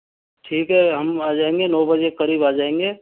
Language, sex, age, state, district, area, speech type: Hindi, male, 45-60, Rajasthan, Karauli, rural, conversation